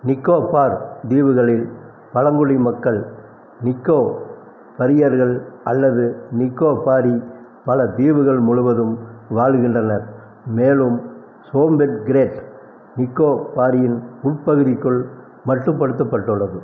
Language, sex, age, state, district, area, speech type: Tamil, male, 60+, Tamil Nadu, Erode, urban, read